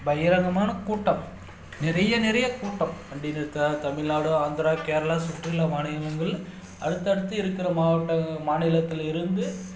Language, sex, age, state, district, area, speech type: Tamil, male, 30-45, Tamil Nadu, Dharmapuri, urban, spontaneous